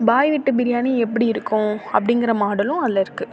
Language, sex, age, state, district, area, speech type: Tamil, female, 30-45, Tamil Nadu, Thanjavur, urban, spontaneous